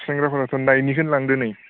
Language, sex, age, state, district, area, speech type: Bodo, male, 18-30, Assam, Baksa, rural, conversation